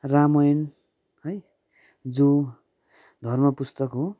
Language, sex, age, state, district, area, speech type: Nepali, male, 30-45, West Bengal, Kalimpong, rural, spontaneous